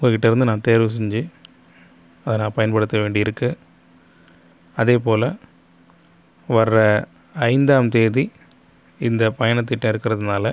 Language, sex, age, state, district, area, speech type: Tamil, male, 30-45, Tamil Nadu, Pudukkottai, rural, spontaneous